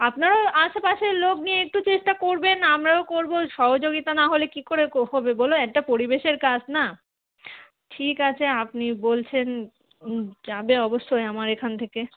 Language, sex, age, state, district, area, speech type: Bengali, female, 30-45, West Bengal, Darjeeling, urban, conversation